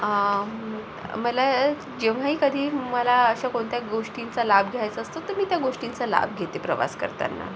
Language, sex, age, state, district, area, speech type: Marathi, female, 18-30, Maharashtra, Akola, urban, spontaneous